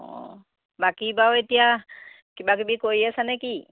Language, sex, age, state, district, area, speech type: Assamese, female, 45-60, Assam, Golaghat, rural, conversation